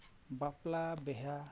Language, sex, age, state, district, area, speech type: Santali, male, 45-60, Odisha, Mayurbhanj, rural, spontaneous